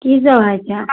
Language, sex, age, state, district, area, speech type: Maithili, female, 45-60, Bihar, Araria, rural, conversation